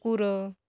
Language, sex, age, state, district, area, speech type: Odia, female, 45-60, Odisha, Kalahandi, rural, read